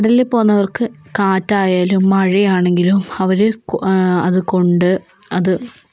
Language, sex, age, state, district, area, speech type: Malayalam, female, 45-60, Kerala, Wayanad, rural, spontaneous